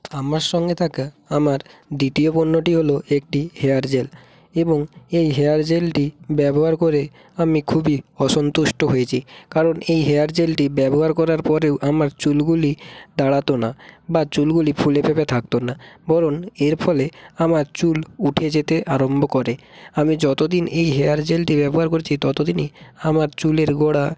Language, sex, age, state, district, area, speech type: Bengali, male, 18-30, West Bengal, Hooghly, urban, spontaneous